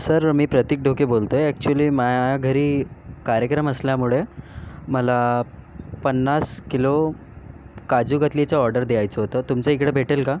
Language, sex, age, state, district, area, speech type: Marathi, male, 18-30, Maharashtra, Nagpur, urban, spontaneous